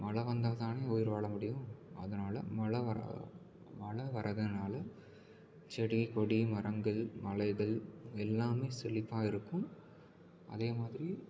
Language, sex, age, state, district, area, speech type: Tamil, male, 18-30, Tamil Nadu, Salem, urban, spontaneous